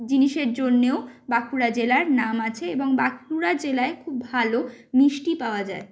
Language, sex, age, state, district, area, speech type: Bengali, female, 45-60, West Bengal, Bankura, urban, spontaneous